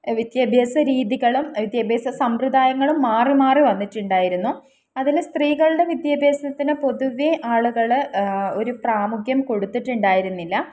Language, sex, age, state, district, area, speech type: Malayalam, female, 18-30, Kerala, Palakkad, rural, spontaneous